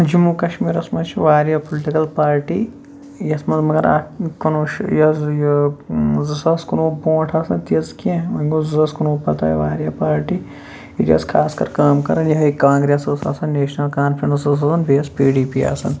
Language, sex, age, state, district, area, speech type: Kashmiri, male, 45-60, Jammu and Kashmir, Shopian, urban, spontaneous